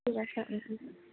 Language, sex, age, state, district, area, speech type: Assamese, female, 18-30, Assam, Dibrugarh, rural, conversation